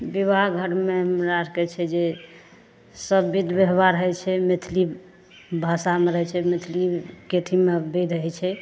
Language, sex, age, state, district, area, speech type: Maithili, female, 45-60, Bihar, Madhepura, rural, spontaneous